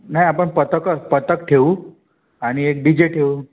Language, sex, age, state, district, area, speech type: Marathi, male, 18-30, Maharashtra, Wardha, urban, conversation